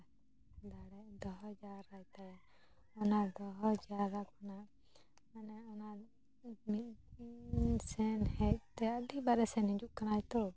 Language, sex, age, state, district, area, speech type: Santali, female, 18-30, West Bengal, Jhargram, rural, spontaneous